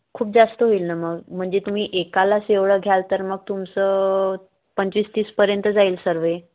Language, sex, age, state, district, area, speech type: Marathi, female, 30-45, Maharashtra, Wardha, rural, conversation